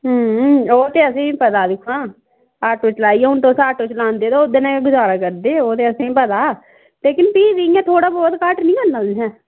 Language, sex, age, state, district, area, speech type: Dogri, female, 18-30, Jammu and Kashmir, Udhampur, rural, conversation